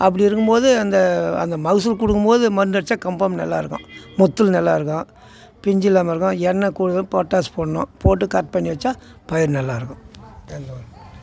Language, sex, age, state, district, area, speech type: Tamil, male, 60+, Tamil Nadu, Tiruvannamalai, rural, spontaneous